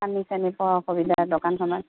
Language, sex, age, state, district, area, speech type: Assamese, female, 18-30, Assam, Goalpara, rural, conversation